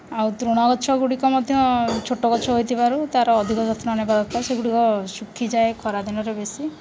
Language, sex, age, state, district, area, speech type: Odia, female, 30-45, Odisha, Rayagada, rural, spontaneous